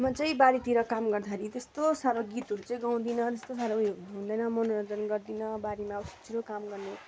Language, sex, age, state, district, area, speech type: Nepali, female, 45-60, West Bengal, Darjeeling, rural, spontaneous